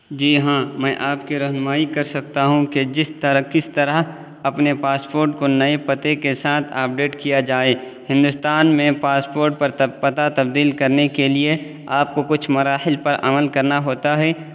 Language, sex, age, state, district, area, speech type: Urdu, male, 18-30, Uttar Pradesh, Balrampur, rural, spontaneous